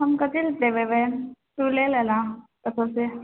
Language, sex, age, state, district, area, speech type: Maithili, female, 45-60, Bihar, Purnia, rural, conversation